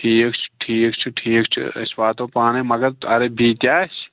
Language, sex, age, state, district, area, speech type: Kashmiri, male, 18-30, Jammu and Kashmir, Pulwama, rural, conversation